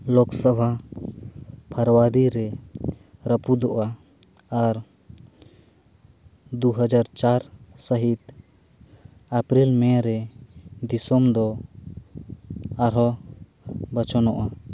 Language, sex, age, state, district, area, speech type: Santali, male, 30-45, Jharkhand, Seraikela Kharsawan, rural, read